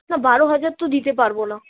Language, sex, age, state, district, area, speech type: Bengali, female, 18-30, West Bengal, Alipurduar, rural, conversation